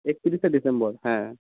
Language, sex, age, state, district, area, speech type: Bengali, male, 18-30, West Bengal, Purba Medinipur, rural, conversation